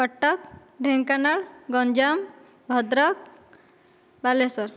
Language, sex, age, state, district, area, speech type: Odia, female, 30-45, Odisha, Dhenkanal, rural, spontaneous